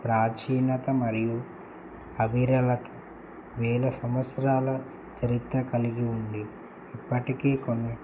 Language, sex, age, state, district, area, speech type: Telugu, male, 18-30, Telangana, Medak, rural, spontaneous